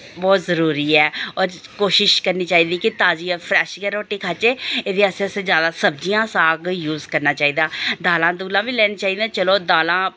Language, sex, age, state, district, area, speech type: Dogri, female, 45-60, Jammu and Kashmir, Reasi, urban, spontaneous